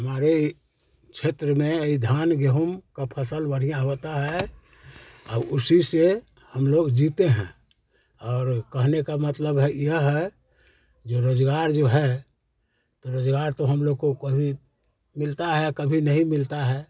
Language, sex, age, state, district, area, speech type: Hindi, male, 60+, Bihar, Muzaffarpur, rural, spontaneous